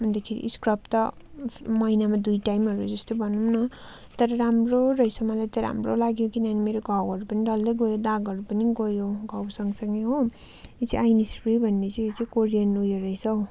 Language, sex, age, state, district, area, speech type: Nepali, female, 18-30, West Bengal, Darjeeling, rural, spontaneous